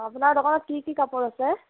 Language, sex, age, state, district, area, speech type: Assamese, female, 30-45, Assam, Nagaon, urban, conversation